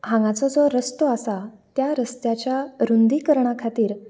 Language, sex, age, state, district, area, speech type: Goan Konkani, female, 18-30, Goa, Canacona, urban, spontaneous